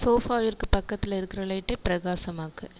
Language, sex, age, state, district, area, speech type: Tamil, female, 18-30, Tamil Nadu, Nagapattinam, rural, read